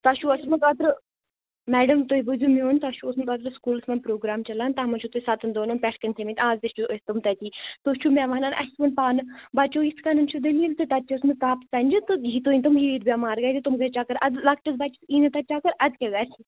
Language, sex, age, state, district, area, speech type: Kashmiri, female, 45-60, Jammu and Kashmir, Kupwara, urban, conversation